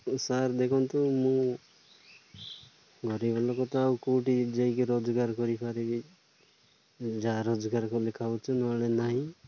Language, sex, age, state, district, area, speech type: Odia, male, 30-45, Odisha, Nabarangpur, urban, spontaneous